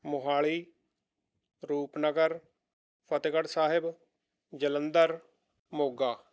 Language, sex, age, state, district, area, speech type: Punjabi, male, 30-45, Punjab, Mohali, rural, spontaneous